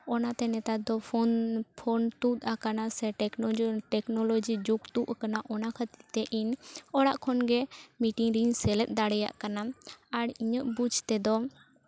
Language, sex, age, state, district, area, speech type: Santali, female, 18-30, West Bengal, Bankura, rural, spontaneous